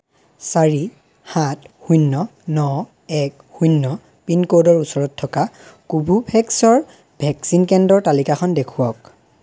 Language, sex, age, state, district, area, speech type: Assamese, male, 18-30, Assam, Lakhimpur, rural, read